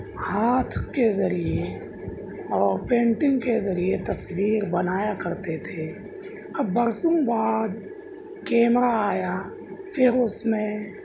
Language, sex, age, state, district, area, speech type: Urdu, male, 18-30, Delhi, South Delhi, urban, spontaneous